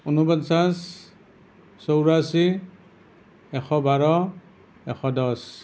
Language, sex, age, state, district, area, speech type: Assamese, male, 45-60, Assam, Nalbari, rural, spontaneous